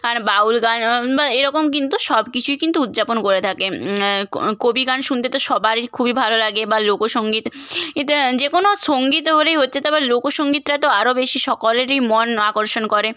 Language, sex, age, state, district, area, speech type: Bengali, female, 18-30, West Bengal, Bankura, rural, spontaneous